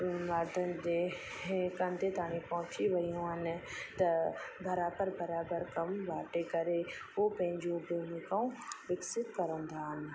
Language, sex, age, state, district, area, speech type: Sindhi, female, 30-45, Rajasthan, Ajmer, urban, spontaneous